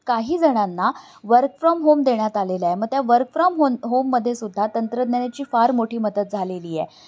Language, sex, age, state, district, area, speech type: Marathi, female, 18-30, Maharashtra, Pune, urban, spontaneous